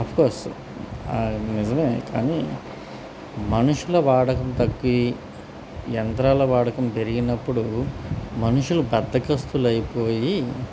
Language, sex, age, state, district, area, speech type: Telugu, male, 30-45, Andhra Pradesh, Anakapalli, rural, spontaneous